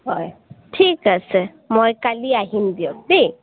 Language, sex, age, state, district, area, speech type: Assamese, female, 18-30, Assam, Sonitpur, rural, conversation